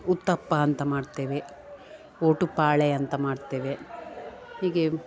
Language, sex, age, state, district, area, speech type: Kannada, female, 45-60, Karnataka, Dakshina Kannada, rural, spontaneous